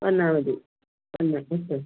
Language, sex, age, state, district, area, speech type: Malayalam, female, 45-60, Kerala, Thiruvananthapuram, rural, conversation